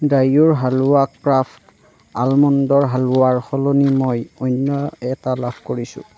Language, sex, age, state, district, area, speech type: Assamese, male, 30-45, Assam, Darrang, rural, read